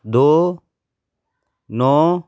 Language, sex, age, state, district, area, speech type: Punjabi, male, 18-30, Punjab, Patiala, urban, read